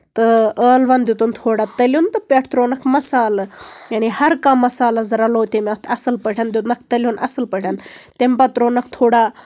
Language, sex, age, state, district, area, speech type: Kashmiri, female, 30-45, Jammu and Kashmir, Baramulla, rural, spontaneous